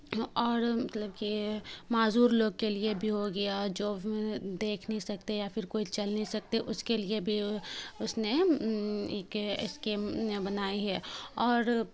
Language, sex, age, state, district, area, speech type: Urdu, female, 18-30, Bihar, Khagaria, rural, spontaneous